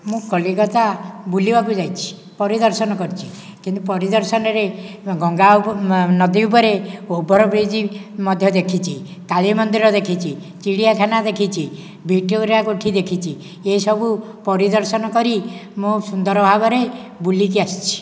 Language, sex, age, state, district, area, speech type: Odia, male, 60+, Odisha, Nayagarh, rural, spontaneous